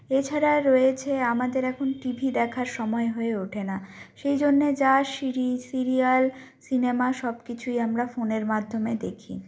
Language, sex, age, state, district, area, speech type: Bengali, female, 45-60, West Bengal, Bankura, urban, spontaneous